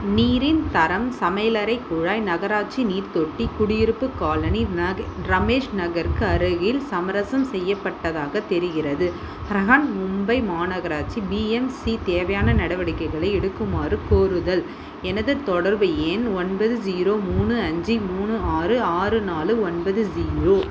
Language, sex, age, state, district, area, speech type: Tamil, female, 30-45, Tamil Nadu, Vellore, urban, read